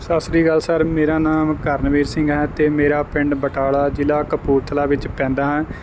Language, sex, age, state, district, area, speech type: Punjabi, male, 18-30, Punjab, Kapurthala, rural, spontaneous